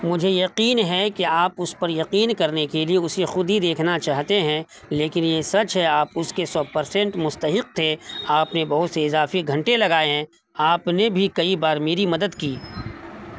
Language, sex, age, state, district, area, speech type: Urdu, male, 45-60, Bihar, Supaul, rural, read